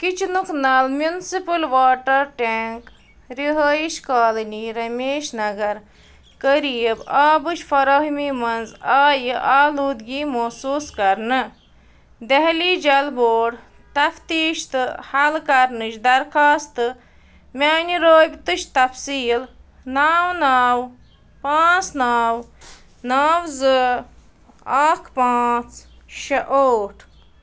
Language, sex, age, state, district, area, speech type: Kashmiri, female, 30-45, Jammu and Kashmir, Ganderbal, rural, read